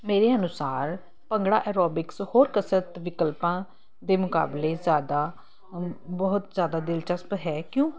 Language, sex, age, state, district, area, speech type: Punjabi, female, 45-60, Punjab, Kapurthala, urban, spontaneous